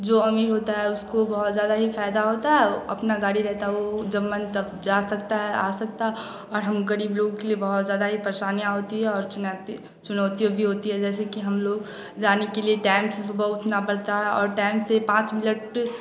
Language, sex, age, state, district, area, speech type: Hindi, female, 18-30, Bihar, Samastipur, rural, spontaneous